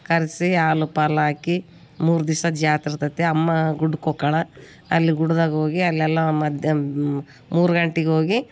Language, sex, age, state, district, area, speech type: Kannada, female, 60+, Karnataka, Vijayanagara, rural, spontaneous